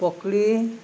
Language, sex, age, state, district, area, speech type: Santali, male, 45-60, Odisha, Mayurbhanj, rural, spontaneous